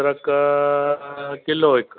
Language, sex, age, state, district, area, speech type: Sindhi, male, 60+, Gujarat, Junagadh, rural, conversation